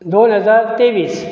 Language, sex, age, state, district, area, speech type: Goan Konkani, male, 45-60, Goa, Bardez, rural, spontaneous